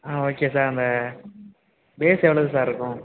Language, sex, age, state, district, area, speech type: Tamil, male, 18-30, Tamil Nadu, Nagapattinam, rural, conversation